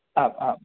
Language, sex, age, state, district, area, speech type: Sanskrit, male, 18-30, Karnataka, Dakshina Kannada, rural, conversation